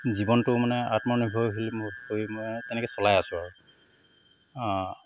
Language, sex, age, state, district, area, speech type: Assamese, male, 45-60, Assam, Tinsukia, rural, spontaneous